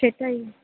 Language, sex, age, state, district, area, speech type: Bengali, female, 30-45, West Bengal, Paschim Bardhaman, urban, conversation